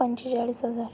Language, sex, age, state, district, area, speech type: Marathi, female, 18-30, Maharashtra, Amravati, rural, spontaneous